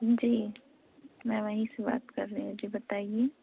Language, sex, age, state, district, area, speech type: Urdu, female, 30-45, Uttar Pradesh, Lucknow, urban, conversation